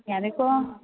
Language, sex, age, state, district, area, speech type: Manipuri, female, 18-30, Manipur, Kangpokpi, urban, conversation